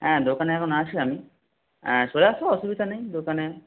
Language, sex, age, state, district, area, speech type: Bengali, male, 18-30, West Bengal, Howrah, urban, conversation